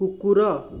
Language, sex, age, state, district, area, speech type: Odia, male, 45-60, Odisha, Bhadrak, rural, read